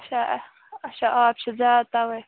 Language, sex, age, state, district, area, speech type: Kashmiri, female, 18-30, Jammu and Kashmir, Bandipora, rural, conversation